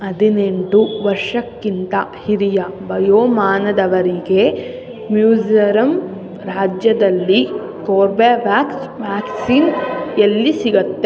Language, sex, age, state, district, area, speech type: Kannada, female, 18-30, Karnataka, Mysore, urban, read